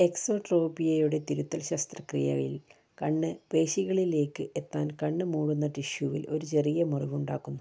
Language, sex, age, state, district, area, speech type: Malayalam, female, 30-45, Kerala, Kannur, rural, read